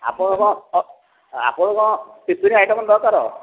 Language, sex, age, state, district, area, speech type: Odia, male, 60+, Odisha, Gajapati, rural, conversation